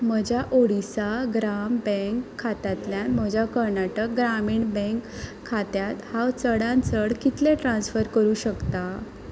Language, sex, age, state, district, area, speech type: Goan Konkani, female, 18-30, Goa, Ponda, rural, read